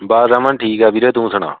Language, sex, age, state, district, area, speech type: Punjabi, male, 30-45, Punjab, Fatehgarh Sahib, rural, conversation